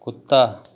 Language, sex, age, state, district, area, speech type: Hindi, male, 30-45, Uttar Pradesh, Chandauli, urban, read